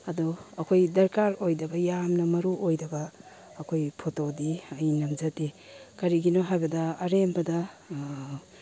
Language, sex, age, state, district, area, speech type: Manipuri, female, 60+, Manipur, Imphal East, rural, spontaneous